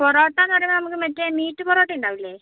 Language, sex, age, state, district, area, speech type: Malayalam, female, 30-45, Kerala, Kozhikode, urban, conversation